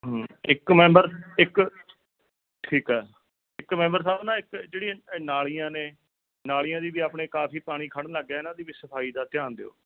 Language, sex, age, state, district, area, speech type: Punjabi, male, 45-60, Punjab, Fatehgarh Sahib, rural, conversation